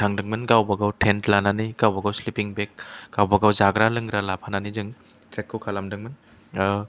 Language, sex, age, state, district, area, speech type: Bodo, male, 18-30, Assam, Kokrajhar, rural, spontaneous